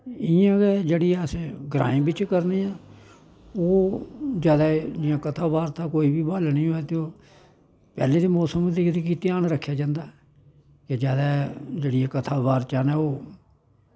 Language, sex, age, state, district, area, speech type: Dogri, male, 60+, Jammu and Kashmir, Samba, rural, spontaneous